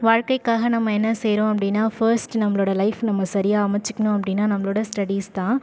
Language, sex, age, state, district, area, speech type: Tamil, female, 30-45, Tamil Nadu, Ariyalur, rural, spontaneous